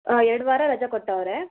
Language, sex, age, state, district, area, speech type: Kannada, female, 45-60, Karnataka, Tumkur, rural, conversation